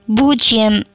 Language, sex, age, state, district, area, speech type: Tamil, female, 18-30, Tamil Nadu, Erode, rural, read